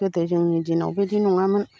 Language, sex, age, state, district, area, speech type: Bodo, female, 60+, Assam, Chirang, rural, spontaneous